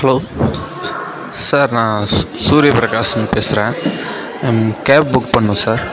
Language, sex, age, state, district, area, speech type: Tamil, male, 18-30, Tamil Nadu, Mayiladuthurai, rural, spontaneous